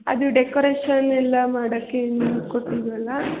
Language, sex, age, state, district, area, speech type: Kannada, female, 30-45, Karnataka, Hassan, urban, conversation